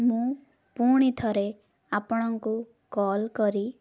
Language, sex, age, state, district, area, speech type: Odia, female, 18-30, Odisha, Ganjam, urban, spontaneous